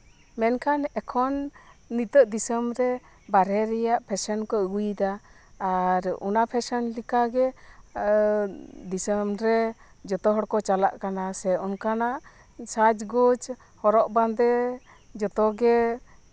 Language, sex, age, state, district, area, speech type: Santali, female, 45-60, West Bengal, Birbhum, rural, spontaneous